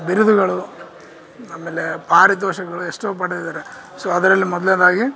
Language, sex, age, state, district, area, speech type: Kannada, male, 18-30, Karnataka, Bellary, rural, spontaneous